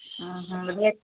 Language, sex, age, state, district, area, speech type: Odia, female, 60+, Odisha, Angul, rural, conversation